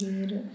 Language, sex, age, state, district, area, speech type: Goan Konkani, female, 30-45, Goa, Murmgao, urban, spontaneous